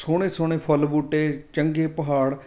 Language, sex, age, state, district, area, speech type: Punjabi, male, 30-45, Punjab, Fatehgarh Sahib, rural, spontaneous